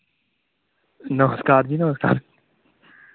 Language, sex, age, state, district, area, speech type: Dogri, male, 18-30, Jammu and Kashmir, Samba, urban, conversation